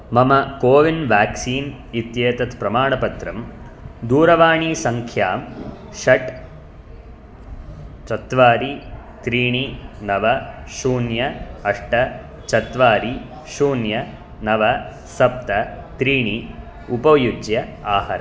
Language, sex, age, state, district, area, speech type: Sanskrit, male, 18-30, Karnataka, Bangalore Urban, urban, read